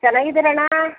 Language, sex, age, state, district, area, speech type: Kannada, female, 30-45, Karnataka, Mysore, rural, conversation